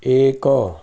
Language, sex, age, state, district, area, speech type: Odia, male, 60+, Odisha, Ganjam, urban, read